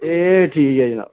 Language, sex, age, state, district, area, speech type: Dogri, male, 30-45, Jammu and Kashmir, Reasi, urban, conversation